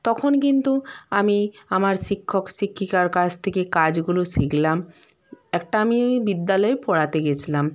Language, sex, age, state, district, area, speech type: Bengali, female, 60+, West Bengal, Purba Medinipur, rural, spontaneous